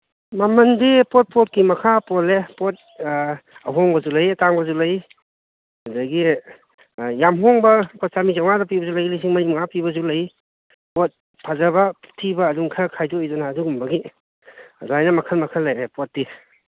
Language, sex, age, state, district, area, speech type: Manipuri, male, 45-60, Manipur, Kangpokpi, urban, conversation